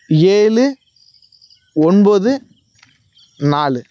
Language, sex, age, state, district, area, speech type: Tamil, male, 18-30, Tamil Nadu, Nagapattinam, rural, spontaneous